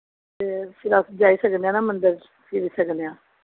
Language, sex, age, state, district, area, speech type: Dogri, female, 45-60, Jammu and Kashmir, Jammu, urban, conversation